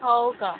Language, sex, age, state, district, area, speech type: Marathi, female, 18-30, Maharashtra, Yavatmal, rural, conversation